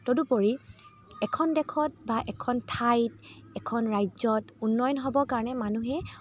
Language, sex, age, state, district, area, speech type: Assamese, female, 30-45, Assam, Dibrugarh, rural, spontaneous